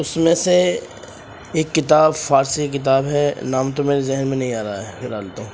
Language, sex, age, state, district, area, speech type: Urdu, male, 18-30, Uttar Pradesh, Ghaziabad, rural, spontaneous